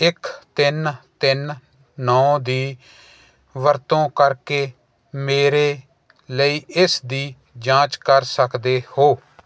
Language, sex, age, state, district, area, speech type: Punjabi, male, 45-60, Punjab, Jalandhar, urban, read